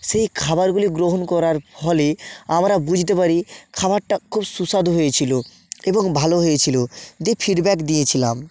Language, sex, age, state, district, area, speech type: Bengali, male, 30-45, West Bengal, North 24 Parganas, rural, spontaneous